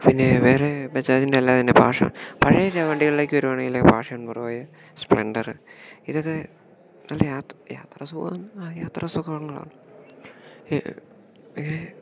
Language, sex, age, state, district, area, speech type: Malayalam, male, 18-30, Kerala, Idukki, rural, spontaneous